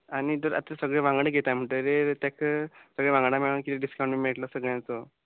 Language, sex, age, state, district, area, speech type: Goan Konkani, male, 18-30, Goa, Quepem, rural, conversation